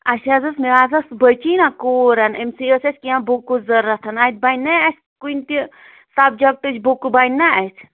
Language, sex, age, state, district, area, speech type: Kashmiri, female, 45-60, Jammu and Kashmir, Kulgam, rural, conversation